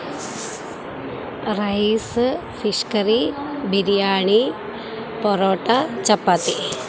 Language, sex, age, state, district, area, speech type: Malayalam, female, 30-45, Kerala, Kottayam, rural, spontaneous